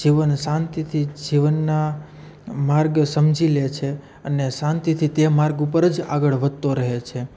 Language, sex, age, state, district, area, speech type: Gujarati, male, 30-45, Gujarat, Rajkot, urban, spontaneous